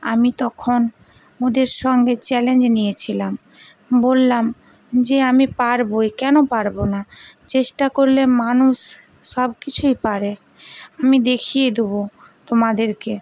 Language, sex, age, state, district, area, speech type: Bengali, female, 45-60, West Bengal, Purba Medinipur, rural, spontaneous